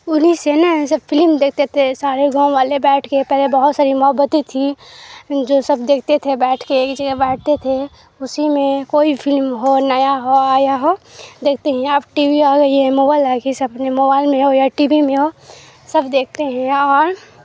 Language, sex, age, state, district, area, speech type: Urdu, female, 18-30, Bihar, Supaul, rural, spontaneous